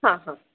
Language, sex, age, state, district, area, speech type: Marathi, female, 30-45, Maharashtra, Akola, urban, conversation